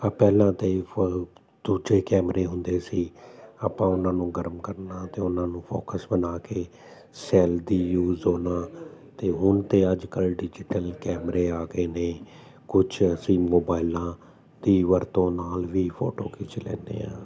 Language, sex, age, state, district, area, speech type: Punjabi, male, 45-60, Punjab, Jalandhar, urban, spontaneous